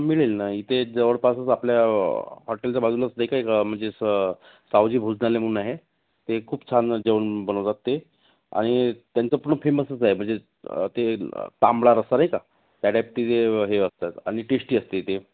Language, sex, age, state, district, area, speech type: Marathi, male, 30-45, Maharashtra, Nagpur, urban, conversation